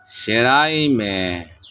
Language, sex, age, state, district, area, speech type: Santali, male, 60+, West Bengal, Birbhum, rural, read